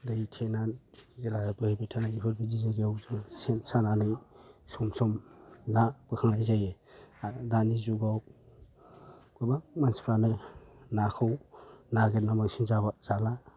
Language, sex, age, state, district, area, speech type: Bodo, male, 45-60, Assam, Kokrajhar, urban, spontaneous